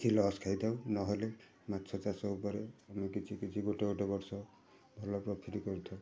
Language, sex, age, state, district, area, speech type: Odia, male, 30-45, Odisha, Kendujhar, urban, spontaneous